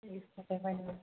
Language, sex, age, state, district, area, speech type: Kashmiri, female, 18-30, Jammu and Kashmir, Budgam, rural, conversation